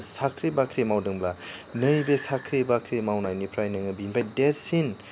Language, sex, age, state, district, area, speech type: Bodo, male, 30-45, Assam, Chirang, rural, spontaneous